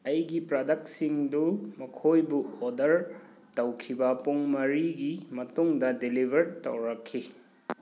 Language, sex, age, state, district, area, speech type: Manipuri, male, 30-45, Manipur, Thoubal, rural, read